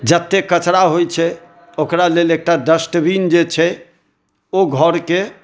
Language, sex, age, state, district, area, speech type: Maithili, male, 30-45, Bihar, Madhubani, urban, spontaneous